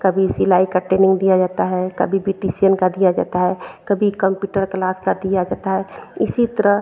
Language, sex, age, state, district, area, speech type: Hindi, female, 45-60, Bihar, Madhepura, rural, spontaneous